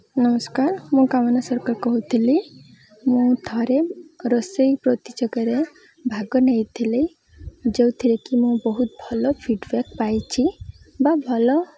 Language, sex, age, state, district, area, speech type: Odia, female, 18-30, Odisha, Malkangiri, urban, spontaneous